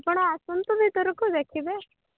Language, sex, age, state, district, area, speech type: Odia, female, 18-30, Odisha, Sambalpur, rural, conversation